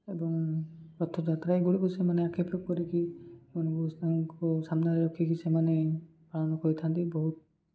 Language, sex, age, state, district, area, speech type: Odia, male, 30-45, Odisha, Koraput, urban, spontaneous